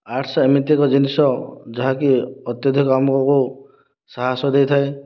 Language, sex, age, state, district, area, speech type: Odia, male, 30-45, Odisha, Kandhamal, rural, spontaneous